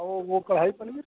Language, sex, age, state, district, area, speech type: Hindi, male, 30-45, Uttar Pradesh, Chandauli, rural, conversation